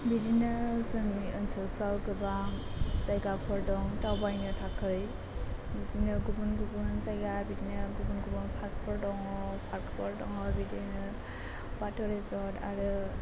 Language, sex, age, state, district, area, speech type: Bodo, female, 18-30, Assam, Chirang, rural, spontaneous